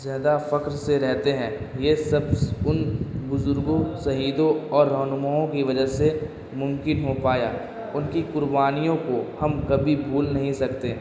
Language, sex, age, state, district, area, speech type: Urdu, male, 18-30, Bihar, Darbhanga, urban, spontaneous